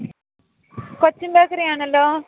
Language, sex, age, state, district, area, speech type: Malayalam, female, 30-45, Kerala, Idukki, rural, conversation